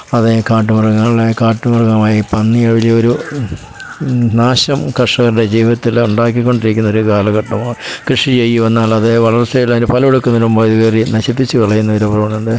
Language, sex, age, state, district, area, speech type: Malayalam, male, 60+, Kerala, Pathanamthitta, rural, spontaneous